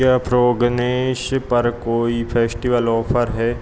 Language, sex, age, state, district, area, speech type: Hindi, male, 18-30, Madhya Pradesh, Hoshangabad, rural, read